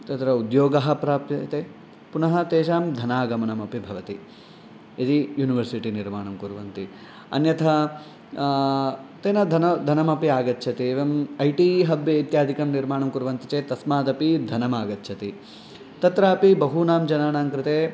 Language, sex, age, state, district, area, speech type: Sanskrit, male, 18-30, Telangana, Medchal, rural, spontaneous